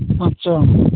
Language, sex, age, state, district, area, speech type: Odia, male, 45-60, Odisha, Nayagarh, rural, conversation